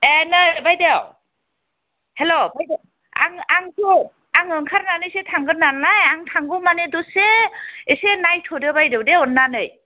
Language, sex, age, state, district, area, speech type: Bodo, female, 60+, Assam, Udalguri, urban, conversation